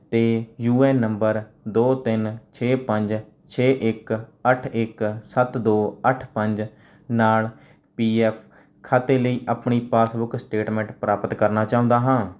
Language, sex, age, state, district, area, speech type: Punjabi, male, 18-30, Punjab, Rupnagar, rural, read